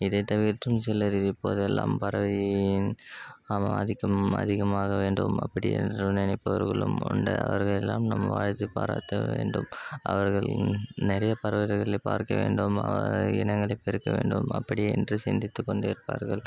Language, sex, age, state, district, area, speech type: Tamil, male, 18-30, Tamil Nadu, Tiruvannamalai, rural, spontaneous